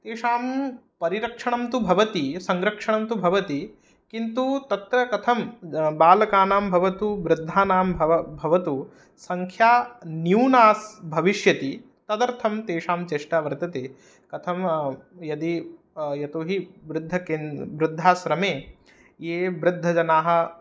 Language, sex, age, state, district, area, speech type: Sanskrit, male, 18-30, Odisha, Puri, rural, spontaneous